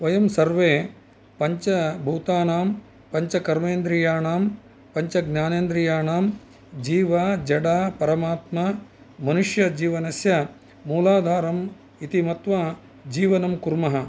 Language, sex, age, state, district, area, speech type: Sanskrit, male, 60+, Karnataka, Bellary, urban, spontaneous